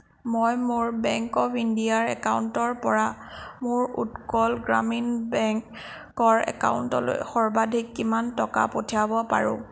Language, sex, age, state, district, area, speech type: Assamese, female, 30-45, Assam, Sonitpur, rural, read